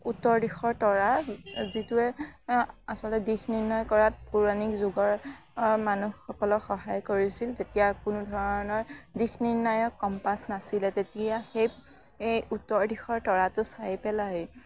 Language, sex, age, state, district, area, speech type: Assamese, female, 18-30, Assam, Morigaon, rural, spontaneous